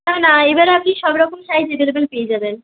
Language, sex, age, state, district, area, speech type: Bengali, female, 30-45, West Bengal, Purulia, rural, conversation